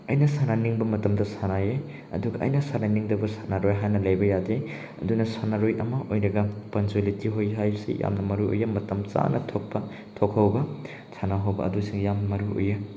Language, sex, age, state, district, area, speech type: Manipuri, male, 18-30, Manipur, Chandel, rural, spontaneous